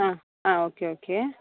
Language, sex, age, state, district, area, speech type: Tamil, female, 18-30, Tamil Nadu, Kallakurichi, rural, conversation